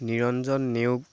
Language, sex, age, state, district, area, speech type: Assamese, male, 18-30, Assam, Dibrugarh, rural, spontaneous